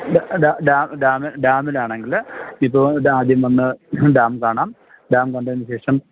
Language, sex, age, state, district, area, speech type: Malayalam, male, 30-45, Kerala, Thiruvananthapuram, rural, conversation